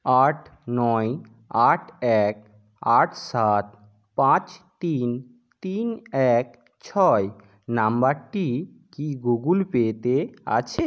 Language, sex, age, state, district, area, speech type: Bengali, male, 30-45, West Bengal, Jhargram, rural, read